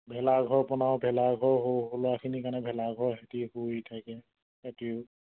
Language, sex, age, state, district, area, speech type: Assamese, male, 45-60, Assam, Charaideo, rural, conversation